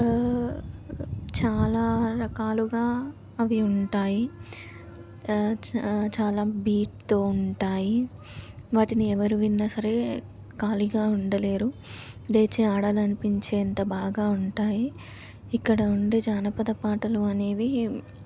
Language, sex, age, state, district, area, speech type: Telugu, female, 18-30, Telangana, Suryapet, urban, spontaneous